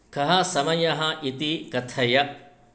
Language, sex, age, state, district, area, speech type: Sanskrit, male, 60+, Karnataka, Shimoga, urban, read